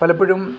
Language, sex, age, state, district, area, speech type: Malayalam, male, 45-60, Kerala, Idukki, rural, spontaneous